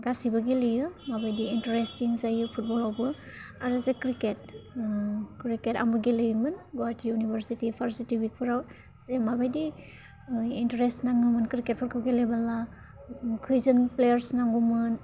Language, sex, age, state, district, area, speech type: Bodo, female, 18-30, Assam, Udalguri, rural, spontaneous